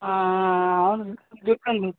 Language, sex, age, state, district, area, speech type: Telugu, female, 30-45, Andhra Pradesh, Bapatla, urban, conversation